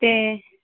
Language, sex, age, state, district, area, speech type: Punjabi, female, 30-45, Punjab, Pathankot, rural, conversation